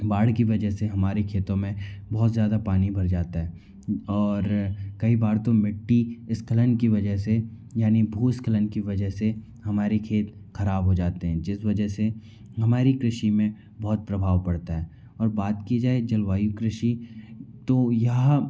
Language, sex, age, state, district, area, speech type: Hindi, male, 60+, Madhya Pradesh, Bhopal, urban, spontaneous